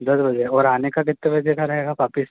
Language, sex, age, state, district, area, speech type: Hindi, male, 18-30, Madhya Pradesh, Harda, urban, conversation